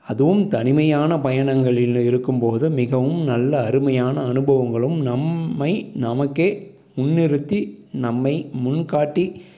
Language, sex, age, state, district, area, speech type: Tamil, male, 30-45, Tamil Nadu, Salem, urban, spontaneous